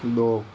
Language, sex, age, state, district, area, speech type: Hindi, male, 18-30, Rajasthan, Nagaur, rural, read